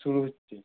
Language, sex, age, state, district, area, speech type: Bengali, male, 18-30, West Bengal, South 24 Parganas, rural, conversation